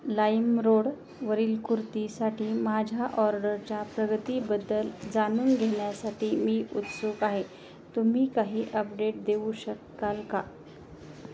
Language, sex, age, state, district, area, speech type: Marathi, female, 30-45, Maharashtra, Osmanabad, rural, read